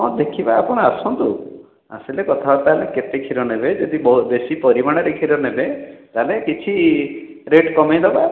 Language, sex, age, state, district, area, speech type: Odia, male, 60+, Odisha, Khordha, rural, conversation